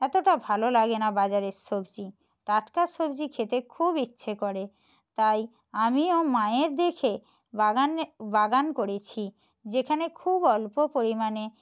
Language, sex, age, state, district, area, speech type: Bengali, female, 45-60, West Bengal, Nadia, rural, spontaneous